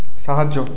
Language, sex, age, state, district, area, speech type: Bengali, male, 18-30, West Bengal, Bankura, urban, read